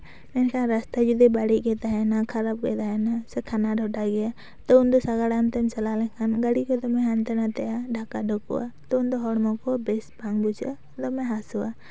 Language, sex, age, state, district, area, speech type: Santali, female, 18-30, West Bengal, Jhargram, rural, spontaneous